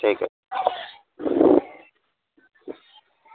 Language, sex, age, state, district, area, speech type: Urdu, male, 18-30, Bihar, Araria, rural, conversation